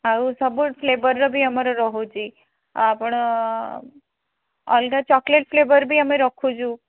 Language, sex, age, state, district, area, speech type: Odia, female, 45-60, Odisha, Bhadrak, rural, conversation